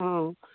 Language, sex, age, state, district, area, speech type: Assamese, female, 60+, Assam, Dibrugarh, rural, conversation